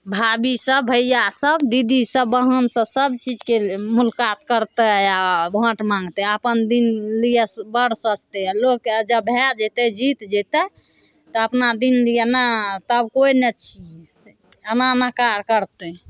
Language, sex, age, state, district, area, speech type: Maithili, female, 45-60, Bihar, Madhepura, urban, spontaneous